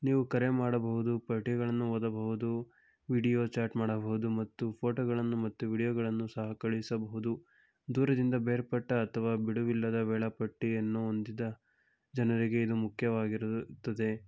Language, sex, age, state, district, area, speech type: Kannada, male, 18-30, Karnataka, Tumkur, urban, spontaneous